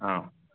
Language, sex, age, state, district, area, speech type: Manipuri, male, 18-30, Manipur, Imphal West, urban, conversation